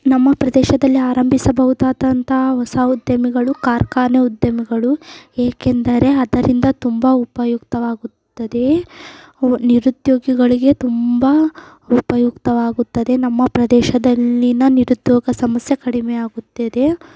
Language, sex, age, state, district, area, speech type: Kannada, female, 18-30, Karnataka, Davanagere, rural, spontaneous